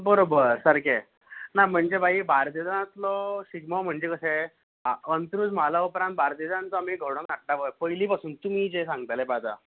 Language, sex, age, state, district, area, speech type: Goan Konkani, male, 18-30, Goa, Bardez, urban, conversation